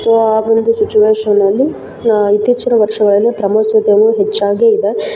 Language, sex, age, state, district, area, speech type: Kannada, female, 18-30, Karnataka, Kolar, rural, spontaneous